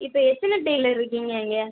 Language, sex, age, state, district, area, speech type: Tamil, female, 18-30, Tamil Nadu, Pudukkottai, rural, conversation